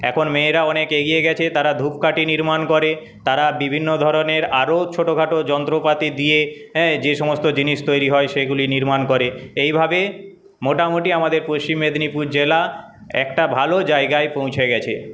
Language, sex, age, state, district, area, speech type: Bengali, male, 30-45, West Bengal, Paschim Medinipur, rural, spontaneous